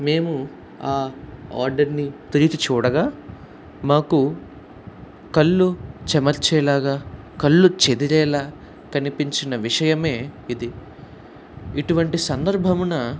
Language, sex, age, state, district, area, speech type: Telugu, male, 18-30, Andhra Pradesh, Visakhapatnam, urban, spontaneous